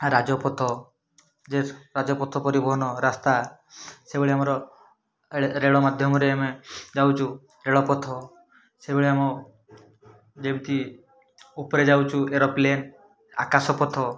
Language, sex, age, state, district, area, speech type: Odia, male, 30-45, Odisha, Mayurbhanj, rural, spontaneous